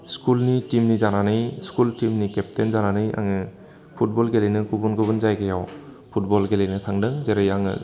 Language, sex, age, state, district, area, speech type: Bodo, male, 30-45, Assam, Udalguri, urban, spontaneous